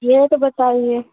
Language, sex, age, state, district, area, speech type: Hindi, female, 45-60, Uttar Pradesh, Ayodhya, rural, conversation